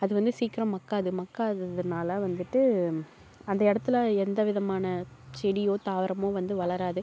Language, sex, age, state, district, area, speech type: Tamil, female, 18-30, Tamil Nadu, Kallakurichi, urban, spontaneous